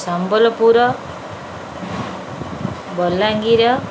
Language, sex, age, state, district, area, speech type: Odia, female, 45-60, Odisha, Sundergarh, urban, spontaneous